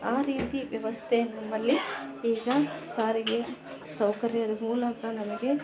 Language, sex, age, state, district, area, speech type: Kannada, female, 30-45, Karnataka, Vijayanagara, rural, spontaneous